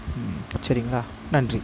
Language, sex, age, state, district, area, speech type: Tamil, male, 18-30, Tamil Nadu, Mayiladuthurai, urban, spontaneous